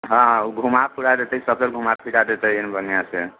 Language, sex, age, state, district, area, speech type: Maithili, male, 45-60, Bihar, Sitamarhi, rural, conversation